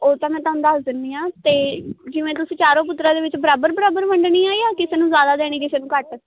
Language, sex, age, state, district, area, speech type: Punjabi, female, 18-30, Punjab, Ludhiana, rural, conversation